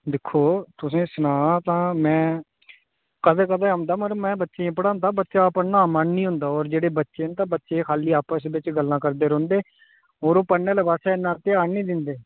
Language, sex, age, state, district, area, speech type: Dogri, male, 18-30, Jammu and Kashmir, Udhampur, rural, conversation